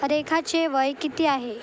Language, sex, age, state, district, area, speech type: Marathi, female, 18-30, Maharashtra, Mumbai Suburban, urban, read